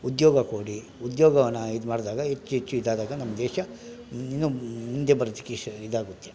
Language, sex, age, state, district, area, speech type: Kannada, male, 45-60, Karnataka, Bangalore Rural, rural, spontaneous